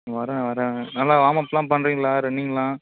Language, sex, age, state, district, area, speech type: Tamil, male, 18-30, Tamil Nadu, Kallakurichi, rural, conversation